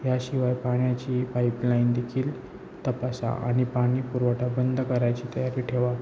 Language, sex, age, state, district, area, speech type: Marathi, male, 18-30, Maharashtra, Ratnagiri, rural, spontaneous